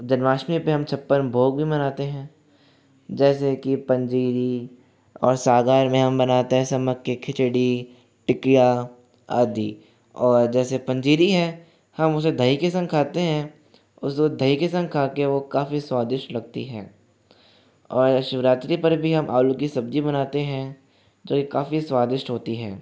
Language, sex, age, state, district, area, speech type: Hindi, male, 18-30, Rajasthan, Jaipur, urban, spontaneous